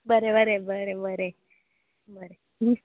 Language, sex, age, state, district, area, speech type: Goan Konkani, female, 18-30, Goa, Quepem, rural, conversation